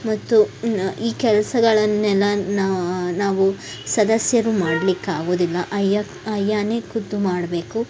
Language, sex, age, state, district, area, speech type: Kannada, female, 18-30, Karnataka, Tumkur, rural, spontaneous